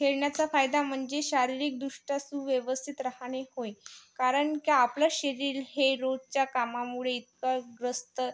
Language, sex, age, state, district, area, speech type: Marathi, female, 18-30, Maharashtra, Yavatmal, rural, spontaneous